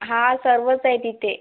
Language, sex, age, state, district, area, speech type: Marathi, female, 18-30, Maharashtra, Washim, urban, conversation